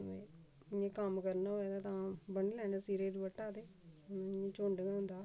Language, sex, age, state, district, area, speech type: Dogri, female, 45-60, Jammu and Kashmir, Reasi, rural, spontaneous